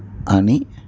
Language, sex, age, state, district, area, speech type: Telugu, male, 45-60, Andhra Pradesh, N T Rama Rao, urban, spontaneous